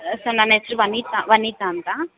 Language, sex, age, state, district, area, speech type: Kannada, female, 18-30, Karnataka, Bangalore Urban, rural, conversation